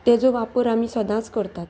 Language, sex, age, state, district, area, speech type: Goan Konkani, female, 30-45, Goa, Salcete, urban, spontaneous